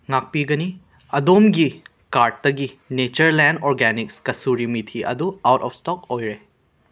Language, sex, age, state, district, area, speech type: Manipuri, male, 18-30, Manipur, Imphal West, rural, read